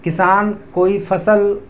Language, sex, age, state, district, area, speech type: Urdu, male, 18-30, Uttar Pradesh, Siddharthnagar, rural, spontaneous